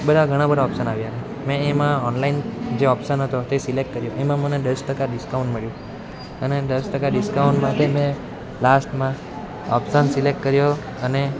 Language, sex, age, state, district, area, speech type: Gujarati, male, 18-30, Gujarat, Valsad, rural, spontaneous